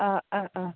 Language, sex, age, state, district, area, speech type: Malayalam, female, 18-30, Kerala, Kasaragod, rural, conversation